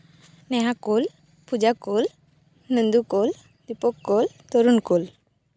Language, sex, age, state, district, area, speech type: Santali, female, 18-30, West Bengal, Paschim Bardhaman, rural, spontaneous